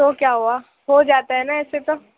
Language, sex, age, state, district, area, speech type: Urdu, female, 18-30, Uttar Pradesh, Gautam Buddha Nagar, rural, conversation